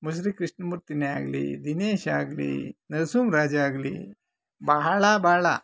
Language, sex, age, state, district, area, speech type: Kannada, male, 45-60, Karnataka, Bangalore Rural, rural, spontaneous